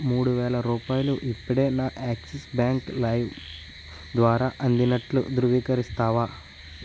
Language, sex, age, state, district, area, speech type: Telugu, male, 30-45, Andhra Pradesh, West Godavari, rural, read